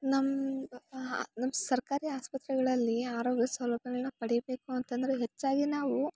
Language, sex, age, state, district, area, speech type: Kannada, female, 18-30, Karnataka, Chikkamagaluru, urban, spontaneous